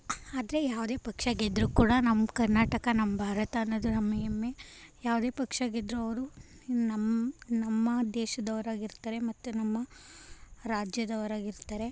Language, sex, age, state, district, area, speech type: Kannada, female, 18-30, Karnataka, Chamarajanagar, urban, spontaneous